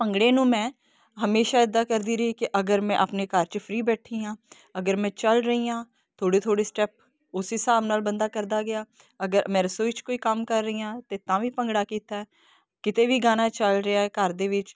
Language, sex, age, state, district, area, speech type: Punjabi, female, 30-45, Punjab, Kapurthala, urban, spontaneous